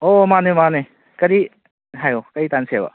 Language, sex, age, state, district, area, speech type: Manipuri, male, 30-45, Manipur, Kakching, rural, conversation